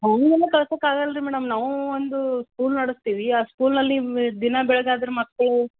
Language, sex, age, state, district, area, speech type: Kannada, female, 30-45, Karnataka, Gulbarga, urban, conversation